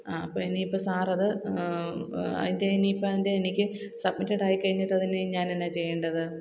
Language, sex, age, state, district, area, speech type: Malayalam, female, 30-45, Kerala, Kottayam, rural, spontaneous